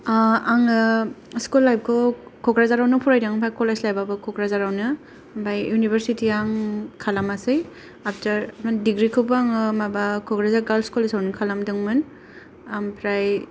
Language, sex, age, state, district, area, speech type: Bodo, female, 30-45, Assam, Kokrajhar, rural, spontaneous